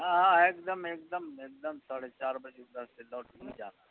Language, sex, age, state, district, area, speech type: Urdu, male, 60+, Bihar, Khagaria, rural, conversation